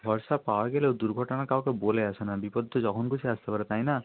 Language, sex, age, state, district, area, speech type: Bengali, male, 18-30, West Bengal, North 24 Parganas, rural, conversation